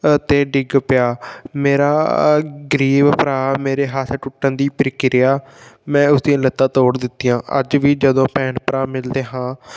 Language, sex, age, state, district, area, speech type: Punjabi, male, 18-30, Punjab, Patiala, rural, spontaneous